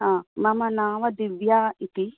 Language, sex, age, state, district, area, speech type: Sanskrit, female, 45-60, Karnataka, Bangalore Urban, urban, conversation